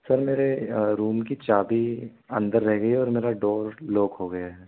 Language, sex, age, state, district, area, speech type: Hindi, male, 18-30, Madhya Pradesh, Bhopal, urban, conversation